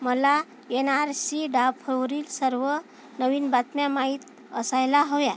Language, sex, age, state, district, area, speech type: Marathi, female, 30-45, Maharashtra, Amravati, urban, read